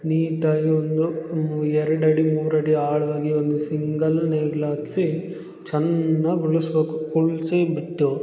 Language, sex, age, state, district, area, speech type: Kannada, male, 18-30, Karnataka, Hassan, rural, spontaneous